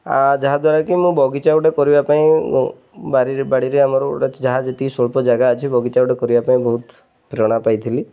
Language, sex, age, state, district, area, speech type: Odia, male, 30-45, Odisha, Jagatsinghpur, rural, spontaneous